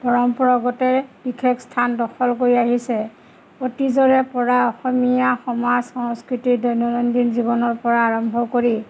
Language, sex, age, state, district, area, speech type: Assamese, female, 45-60, Assam, Nagaon, rural, spontaneous